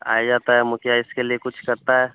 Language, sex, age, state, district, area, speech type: Hindi, male, 18-30, Bihar, Vaishali, rural, conversation